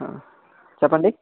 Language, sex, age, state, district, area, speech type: Telugu, male, 45-60, Andhra Pradesh, Chittoor, urban, conversation